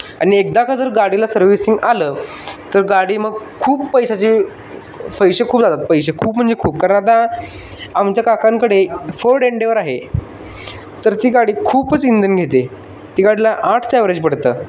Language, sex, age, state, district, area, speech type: Marathi, male, 18-30, Maharashtra, Sangli, urban, spontaneous